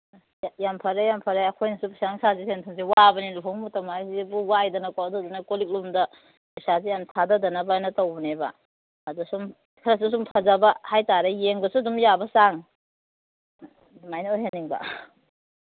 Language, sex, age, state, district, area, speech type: Manipuri, female, 30-45, Manipur, Kangpokpi, urban, conversation